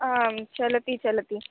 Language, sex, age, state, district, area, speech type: Sanskrit, female, 18-30, Andhra Pradesh, Eluru, rural, conversation